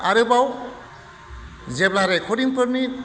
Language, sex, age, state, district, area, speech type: Bodo, male, 45-60, Assam, Kokrajhar, rural, spontaneous